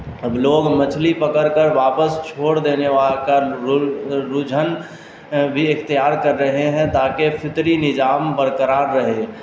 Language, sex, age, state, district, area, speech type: Urdu, male, 18-30, Bihar, Darbhanga, rural, spontaneous